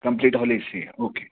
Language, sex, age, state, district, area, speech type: Marathi, male, 30-45, Maharashtra, Sangli, urban, conversation